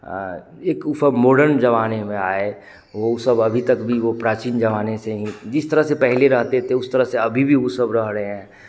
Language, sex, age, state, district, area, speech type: Hindi, male, 30-45, Bihar, Madhepura, rural, spontaneous